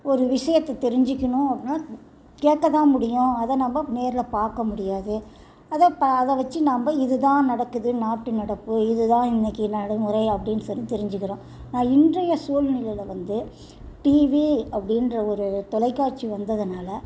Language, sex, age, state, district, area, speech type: Tamil, female, 60+, Tamil Nadu, Salem, rural, spontaneous